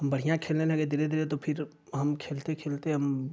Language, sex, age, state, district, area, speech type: Hindi, male, 18-30, Uttar Pradesh, Ghazipur, rural, spontaneous